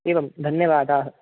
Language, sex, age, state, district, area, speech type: Sanskrit, male, 18-30, Rajasthan, Jaipur, urban, conversation